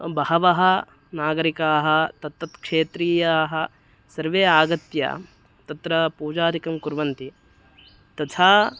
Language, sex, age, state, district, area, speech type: Sanskrit, male, 18-30, Karnataka, Uttara Kannada, rural, spontaneous